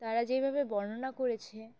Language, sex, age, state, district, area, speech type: Bengali, female, 18-30, West Bengal, Uttar Dinajpur, urban, spontaneous